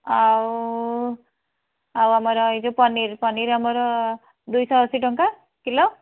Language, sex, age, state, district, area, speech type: Odia, female, 45-60, Odisha, Bhadrak, rural, conversation